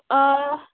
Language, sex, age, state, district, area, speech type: Manipuri, female, 18-30, Manipur, Kakching, rural, conversation